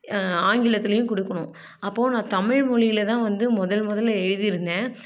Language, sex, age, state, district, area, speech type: Tamil, female, 30-45, Tamil Nadu, Salem, urban, spontaneous